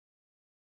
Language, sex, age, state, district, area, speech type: Dogri, male, 18-30, Jammu and Kashmir, Udhampur, rural, conversation